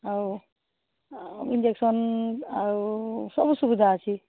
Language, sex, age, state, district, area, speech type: Odia, female, 45-60, Odisha, Sambalpur, rural, conversation